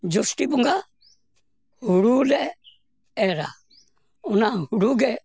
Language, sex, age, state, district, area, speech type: Santali, male, 60+, West Bengal, Purulia, rural, spontaneous